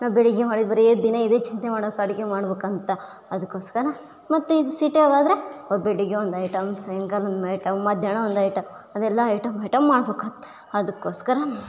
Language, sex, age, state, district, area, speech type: Kannada, female, 18-30, Karnataka, Bellary, rural, spontaneous